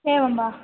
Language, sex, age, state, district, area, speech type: Sanskrit, female, 18-30, Kerala, Malappuram, urban, conversation